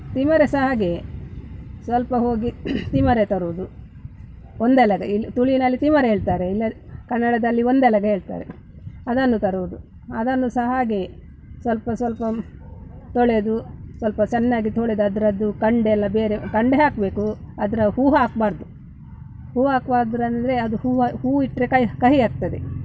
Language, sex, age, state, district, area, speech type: Kannada, female, 60+, Karnataka, Udupi, rural, spontaneous